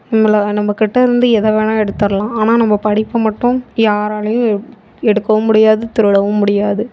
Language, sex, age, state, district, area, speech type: Tamil, female, 18-30, Tamil Nadu, Mayiladuthurai, urban, spontaneous